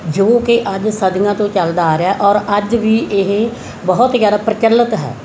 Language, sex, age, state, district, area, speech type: Punjabi, female, 45-60, Punjab, Muktsar, urban, spontaneous